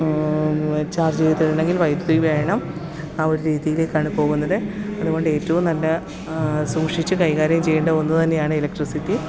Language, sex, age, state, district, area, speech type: Malayalam, female, 30-45, Kerala, Pathanamthitta, rural, spontaneous